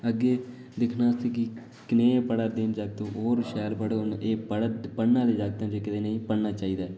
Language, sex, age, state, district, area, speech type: Dogri, male, 18-30, Jammu and Kashmir, Udhampur, rural, spontaneous